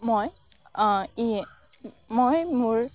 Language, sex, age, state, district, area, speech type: Assamese, female, 18-30, Assam, Morigaon, rural, spontaneous